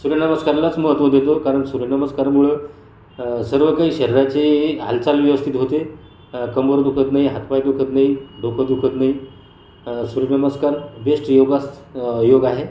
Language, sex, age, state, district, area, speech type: Marathi, male, 45-60, Maharashtra, Buldhana, rural, spontaneous